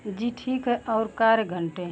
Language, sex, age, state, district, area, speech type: Hindi, female, 45-60, Uttar Pradesh, Mau, rural, read